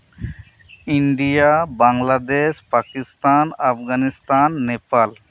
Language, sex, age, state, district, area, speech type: Santali, male, 30-45, West Bengal, Birbhum, rural, spontaneous